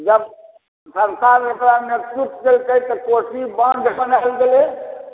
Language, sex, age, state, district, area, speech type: Maithili, male, 60+, Bihar, Supaul, rural, conversation